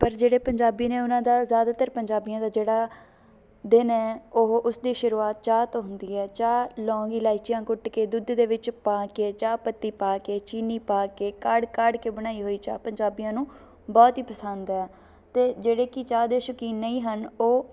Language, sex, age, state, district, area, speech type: Punjabi, female, 18-30, Punjab, Shaheed Bhagat Singh Nagar, rural, spontaneous